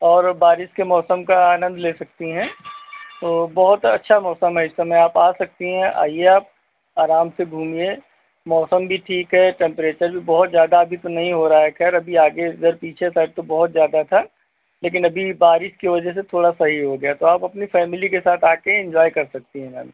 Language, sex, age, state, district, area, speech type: Hindi, male, 45-60, Uttar Pradesh, Hardoi, rural, conversation